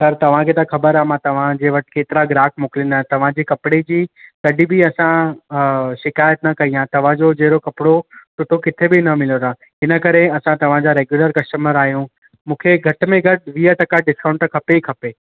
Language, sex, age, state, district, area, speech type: Sindhi, male, 18-30, Maharashtra, Mumbai Suburban, urban, conversation